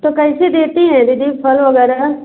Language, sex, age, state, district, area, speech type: Hindi, female, 30-45, Uttar Pradesh, Azamgarh, rural, conversation